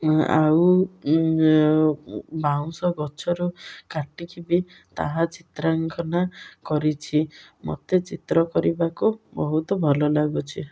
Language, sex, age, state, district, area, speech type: Odia, female, 60+, Odisha, Ganjam, urban, spontaneous